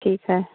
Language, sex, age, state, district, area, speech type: Hindi, female, 60+, Uttar Pradesh, Hardoi, rural, conversation